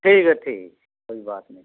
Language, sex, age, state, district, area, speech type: Hindi, male, 45-60, Uttar Pradesh, Azamgarh, rural, conversation